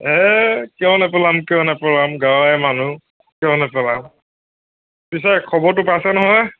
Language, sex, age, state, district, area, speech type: Assamese, male, 30-45, Assam, Nagaon, rural, conversation